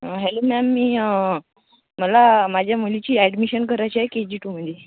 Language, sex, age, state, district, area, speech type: Marathi, male, 18-30, Maharashtra, Wardha, rural, conversation